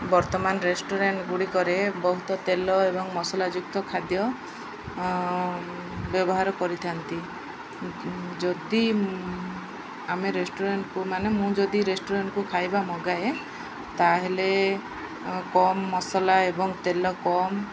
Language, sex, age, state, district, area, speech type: Odia, female, 45-60, Odisha, Koraput, urban, spontaneous